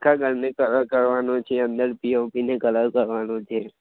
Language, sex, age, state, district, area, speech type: Gujarati, male, 30-45, Gujarat, Aravalli, urban, conversation